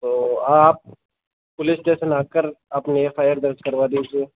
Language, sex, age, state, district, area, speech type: Hindi, male, 18-30, Rajasthan, Nagaur, rural, conversation